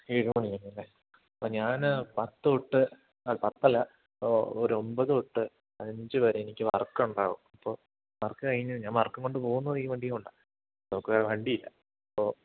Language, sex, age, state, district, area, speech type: Malayalam, male, 18-30, Kerala, Idukki, rural, conversation